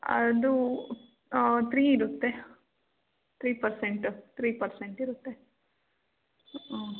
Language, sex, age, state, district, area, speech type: Kannada, female, 18-30, Karnataka, Davanagere, rural, conversation